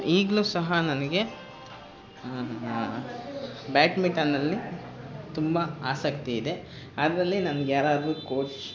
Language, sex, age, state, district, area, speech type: Kannada, male, 18-30, Karnataka, Kolar, rural, spontaneous